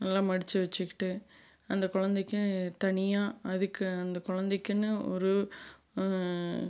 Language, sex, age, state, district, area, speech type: Tamil, female, 30-45, Tamil Nadu, Salem, urban, spontaneous